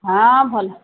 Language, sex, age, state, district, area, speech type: Odia, female, 60+, Odisha, Angul, rural, conversation